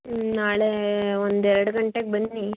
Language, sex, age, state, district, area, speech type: Kannada, female, 18-30, Karnataka, Tumkur, urban, conversation